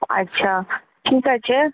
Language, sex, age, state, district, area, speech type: Bengali, female, 18-30, West Bengal, Kolkata, urban, conversation